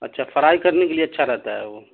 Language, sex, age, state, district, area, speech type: Urdu, male, 18-30, Bihar, Darbhanga, urban, conversation